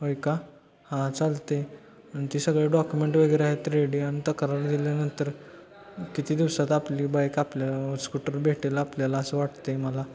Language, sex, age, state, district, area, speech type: Marathi, male, 18-30, Maharashtra, Satara, urban, spontaneous